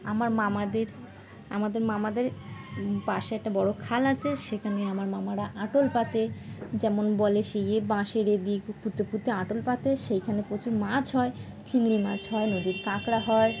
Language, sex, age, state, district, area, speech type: Bengali, female, 18-30, West Bengal, Dakshin Dinajpur, urban, spontaneous